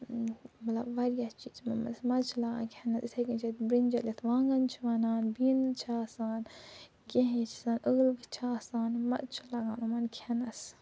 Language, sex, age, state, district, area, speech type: Kashmiri, female, 45-60, Jammu and Kashmir, Ganderbal, urban, spontaneous